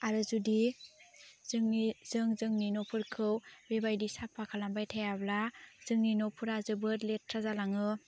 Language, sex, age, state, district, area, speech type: Bodo, female, 18-30, Assam, Baksa, rural, spontaneous